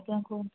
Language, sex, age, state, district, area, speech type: Odia, female, 18-30, Odisha, Kendrapara, urban, conversation